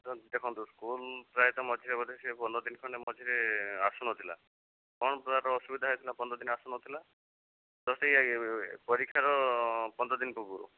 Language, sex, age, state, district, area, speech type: Odia, male, 45-60, Odisha, Jajpur, rural, conversation